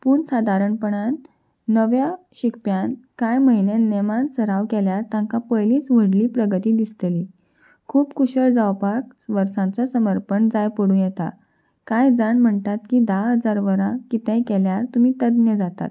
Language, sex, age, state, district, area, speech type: Goan Konkani, female, 18-30, Goa, Salcete, urban, spontaneous